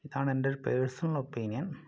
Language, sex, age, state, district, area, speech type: Malayalam, male, 30-45, Kerala, Wayanad, rural, spontaneous